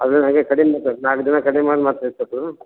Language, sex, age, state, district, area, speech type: Kannada, male, 60+, Karnataka, Gulbarga, urban, conversation